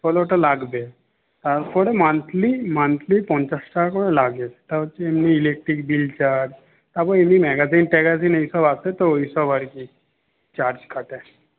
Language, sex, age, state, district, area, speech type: Bengali, male, 45-60, West Bengal, Paschim Bardhaman, rural, conversation